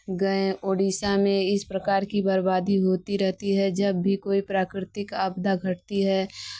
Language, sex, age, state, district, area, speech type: Hindi, female, 30-45, Uttar Pradesh, Mau, rural, read